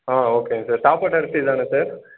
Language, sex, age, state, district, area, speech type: Tamil, male, 45-60, Tamil Nadu, Cuddalore, rural, conversation